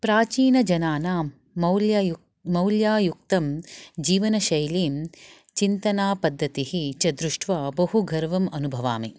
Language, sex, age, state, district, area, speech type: Sanskrit, female, 30-45, Karnataka, Bangalore Urban, urban, spontaneous